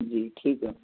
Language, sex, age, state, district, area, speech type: Urdu, male, 18-30, Telangana, Hyderabad, urban, conversation